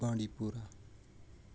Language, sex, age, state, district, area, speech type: Kashmiri, male, 45-60, Jammu and Kashmir, Ganderbal, rural, spontaneous